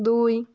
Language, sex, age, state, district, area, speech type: Bengali, female, 18-30, West Bengal, Jalpaiguri, rural, read